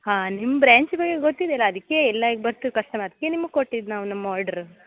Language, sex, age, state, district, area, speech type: Kannada, female, 30-45, Karnataka, Uttara Kannada, rural, conversation